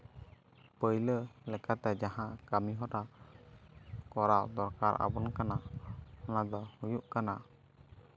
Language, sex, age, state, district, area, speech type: Santali, male, 18-30, West Bengal, Jhargram, rural, spontaneous